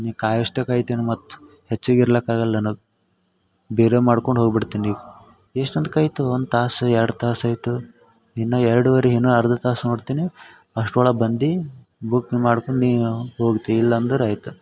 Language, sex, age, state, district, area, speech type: Kannada, male, 18-30, Karnataka, Yadgir, rural, spontaneous